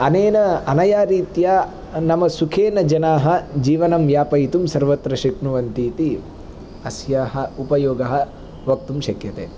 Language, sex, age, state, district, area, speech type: Sanskrit, male, 18-30, Andhra Pradesh, Palnadu, rural, spontaneous